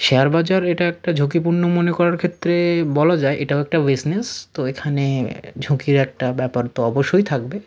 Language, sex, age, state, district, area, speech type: Bengali, male, 45-60, West Bengal, South 24 Parganas, rural, spontaneous